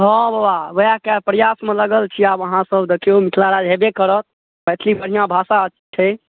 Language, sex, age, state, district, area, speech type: Maithili, male, 18-30, Bihar, Darbhanga, rural, conversation